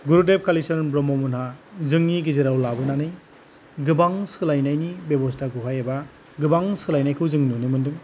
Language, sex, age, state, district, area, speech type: Bodo, male, 45-60, Assam, Kokrajhar, rural, spontaneous